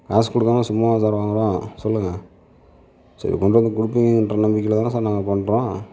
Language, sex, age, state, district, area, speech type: Tamil, male, 60+, Tamil Nadu, Sivaganga, urban, spontaneous